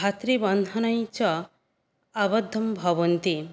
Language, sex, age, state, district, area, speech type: Sanskrit, female, 18-30, West Bengal, South 24 Parganas, rural, spontaneous